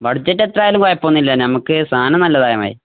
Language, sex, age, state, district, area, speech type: Malayalam, male, 18-30, Kerala, Malappuram, rural, conversation